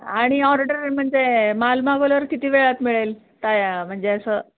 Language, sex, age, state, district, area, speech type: Marathi, female, 45-60, Maharashtra, Osmanabad, rural, conversation